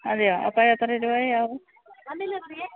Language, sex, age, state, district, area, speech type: Malayalam, female, 60+, Kerala, Idukki, rural, conversation